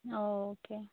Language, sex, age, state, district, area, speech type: Malayalam, female, 45-60, Kerala, Wayanad, rural, conversation